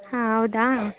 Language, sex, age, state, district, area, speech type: Kannada, female, 18-30, Karnataka, Davanagere, rural, conversation